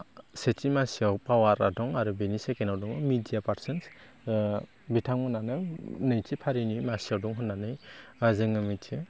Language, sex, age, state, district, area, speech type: Bodo, male, 18-30, Assam, Baksa, rural, spontaneous